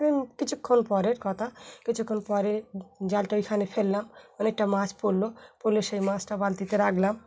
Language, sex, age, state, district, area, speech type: Bengali, female, 30-45, West Bengal, Dakshin Dinajpur, urban, spontaneous